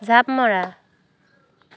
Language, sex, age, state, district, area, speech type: Assamese, female, 30-45, Assam, Dhemaji, urban, read